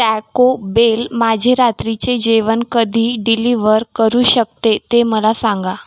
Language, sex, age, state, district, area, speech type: Marathi, female, 18-30, Maharashtra, Washim, rural, read